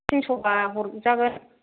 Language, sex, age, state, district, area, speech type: Bodo, female, 30-45, Assam, Kokrajhar, rural, conversation